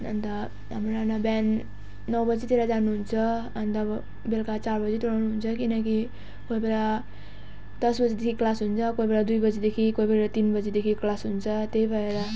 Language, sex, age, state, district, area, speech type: Nepali, female, 18-30, West Bengal, Jalpaiguri, urban, spontaneous